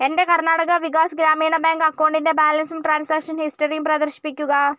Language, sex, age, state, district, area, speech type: Malayalam, female, 45-60, Kerala, Kozhikode, urban, read